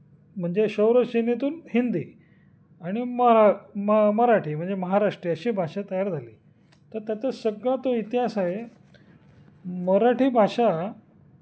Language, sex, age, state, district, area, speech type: Marathi, male, 45-60, Maharashtra, Nashik, urban, spontaneous